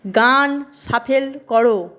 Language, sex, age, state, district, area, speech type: Bengali, female, 30-45, West Bengal, Paschim Medinipur, rural, read